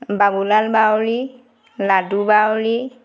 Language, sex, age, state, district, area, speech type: Assamese, female, 30-45, Assam, Golaghat, urban, spontaneous